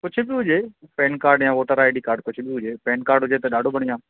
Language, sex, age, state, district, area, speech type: Sindhi, male, 30-45, Madhya Pradesh, Katni, urban, conversation